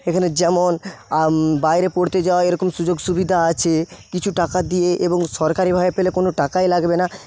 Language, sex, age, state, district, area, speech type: Bengali, male, 18-30, West Bengal, Paschim Medinipur, rural, spontaneous